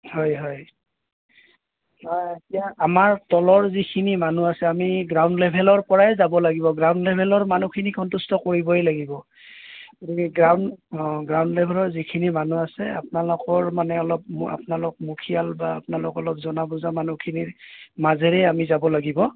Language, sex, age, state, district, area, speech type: Assamese, male, 45-60, Assam, Golaghat, rural, conversation